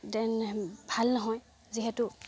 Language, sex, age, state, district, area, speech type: Assamese, female, 45-60, Assam, Dibrugarh, rural, spontaneous